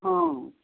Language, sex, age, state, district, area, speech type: Odia, female, 60+, Odisha, Gajapati, rural, conversation